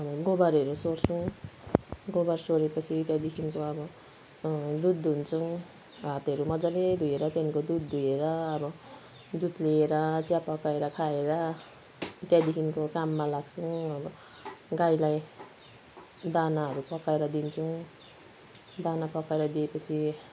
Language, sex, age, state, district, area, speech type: Nepali, female, 60+, West Bengal, Kalimpong, rural, spontaneous